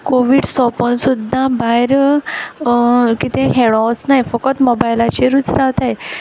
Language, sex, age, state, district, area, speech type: Goan Konkani, female, 18-30, Goa, Quepem, rural, spontaneous